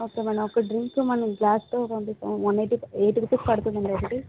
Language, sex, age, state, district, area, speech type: Telugu, female, 45-60, Andhra Pradesh, Vizianagaram, rural, conversation